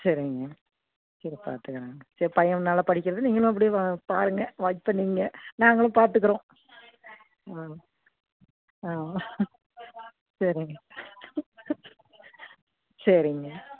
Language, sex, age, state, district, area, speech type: Tamil, female, 45-60, Tamil Nadu, Namakkal, rural, conversation